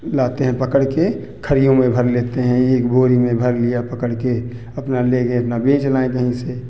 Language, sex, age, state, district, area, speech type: Hindi, male, 45-60, Uttar Pradesh, Hardoi, rural, spontaneous